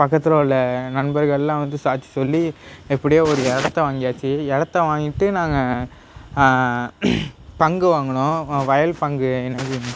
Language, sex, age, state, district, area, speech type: Tamil, male, 18-30, Tamil Nadu, Nagapattinam, rural, spontaneous